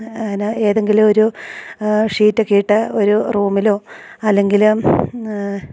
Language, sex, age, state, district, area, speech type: Malayalam, female, 45-60, Kerala, Idukki, rural, spontaneous